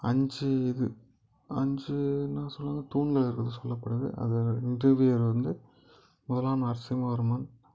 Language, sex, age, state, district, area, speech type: Tamil, male, 18-30, Tamil Nadu, Tiruvannamalai, urban, spontaneous